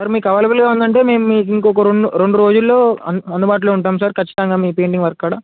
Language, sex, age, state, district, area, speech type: Telugu, male, 18-30, Telangana, Bhadradri Kothagudem, urban, conversation